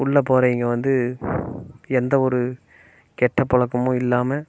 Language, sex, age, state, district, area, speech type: Tamil, male, 30-45, Tamil Nadu, Namakkal, rural, spontaneous